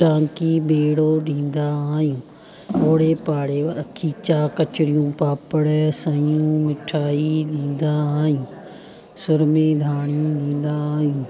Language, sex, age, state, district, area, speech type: Sindhi, female, 30-45, Gujarat, Junagadh, rural, spontaneous